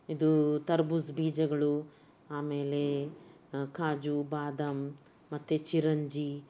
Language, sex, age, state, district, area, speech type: Kannada, female, 60+, Karnataka, Bidar, urban, spontaneous